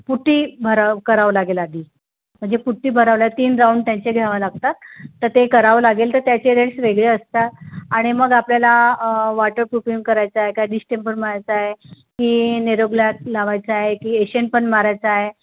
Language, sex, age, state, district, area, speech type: Marathi, female, 30-45, Maharashtra, Nagpur, urban, conversation